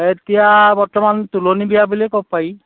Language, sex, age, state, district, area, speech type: Assamese, male, 45-60, Assam, Sivasagar, rural, conversation